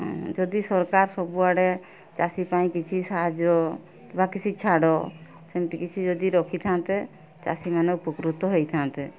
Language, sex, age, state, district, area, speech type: Odia, female, 45-60, Odisha, Mayurbhanj, rural, spontaneous